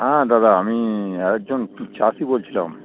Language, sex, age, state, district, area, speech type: Bengali, male, 30-45, West Bengal, Darjeeling, rural, conversation